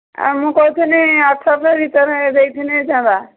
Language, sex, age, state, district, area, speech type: Odia, female, 45-60, Odisha, Angul, rural, conversation